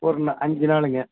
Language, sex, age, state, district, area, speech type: Tamil, male, 60+, Tamil Nadu, Nilgiris, rural, conversation